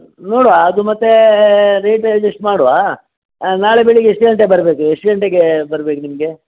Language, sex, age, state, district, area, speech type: Kannada, male, 60+, Karnataka, Dakshina Kannada, rural, conversation